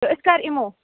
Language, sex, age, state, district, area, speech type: Kashmiri, female, 30-45, Jammu and Kashmir, Budgam, rural, conversation